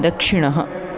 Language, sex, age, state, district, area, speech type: Sanskrit, male, 18-30, Maharashtra, Chandrapur, rural, read